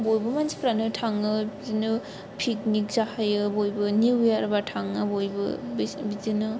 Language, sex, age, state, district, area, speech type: Bodo, female, 18-30, Assam, Kokrajhar, urban, spontaneous